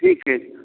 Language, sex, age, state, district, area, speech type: Maithili, male, 30-45, Bihar, Madhubani, rural, conversation